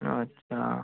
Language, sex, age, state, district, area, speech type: Hindi, male, 45-60, Rajasthan, Karauli, rural, conversation